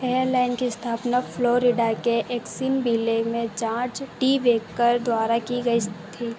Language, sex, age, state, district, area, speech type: Hindi, female, 18-30, Madhya Pradesh, Harda, rural, read